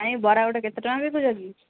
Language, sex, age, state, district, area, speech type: Odia, female, 30-45, Odisha, Sambalpur, rural, conversation